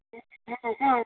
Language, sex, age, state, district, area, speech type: Bengali, female, 60+, West Bengal, Kolkata, urban, conversation